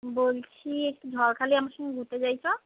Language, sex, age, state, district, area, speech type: Bengali, female, 45-60, West Bengal, South 24 Parganas, rural, conversation